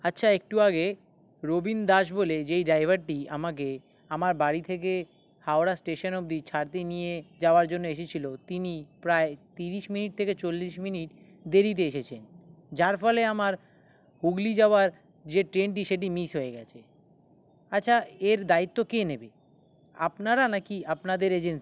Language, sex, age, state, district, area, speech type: Bengali, male, 18-30, West Bengal, South 24 Parganas, urban, spontaneous